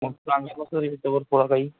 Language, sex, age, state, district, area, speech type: Marathi, male, 30-45, Maharashtra, Gadchiroli, rural, conversation